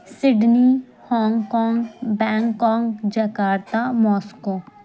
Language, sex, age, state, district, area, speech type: Urdu, female, 30-45, Uttar Pradesh, Lucknow, rural, spontaneous